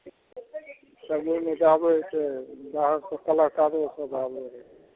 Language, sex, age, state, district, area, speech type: Maithili, male, 60+, Bihar, Madhepura, rural, conversation